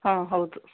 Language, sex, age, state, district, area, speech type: Kannada, female, 30-45, Karnataka, Shimoga, rural, conversation